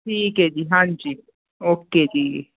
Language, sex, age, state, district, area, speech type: Punjabi, female, 45-60, Punjab, Fazilka, rural, conversation